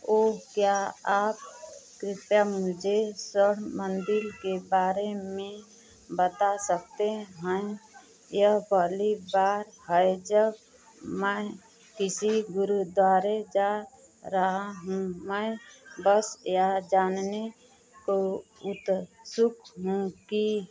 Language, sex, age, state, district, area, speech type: Hindi, female, 45-60, Uttar Pradesh, Mau, rural, read